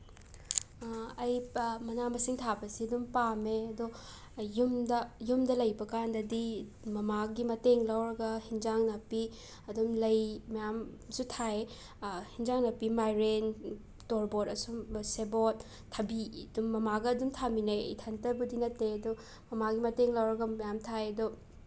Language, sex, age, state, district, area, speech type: Manipuri, female, 18-30, Manipur, Imphal West, rural, spontaneous